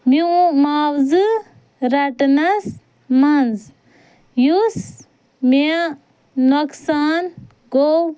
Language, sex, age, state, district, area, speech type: Kashmiri, female, 30-45, Jammu and Kashmir, Ganderbal, rural, read